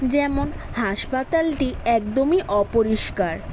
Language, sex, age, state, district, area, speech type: Bengali, female, 18-30, West Bengal, South 24 Parganas, urban, spontaneous